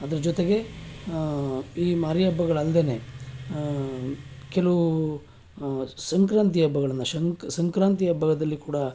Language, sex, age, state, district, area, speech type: Kannada, male, 45-60, Karnataka, Mysore, urban, spontaneous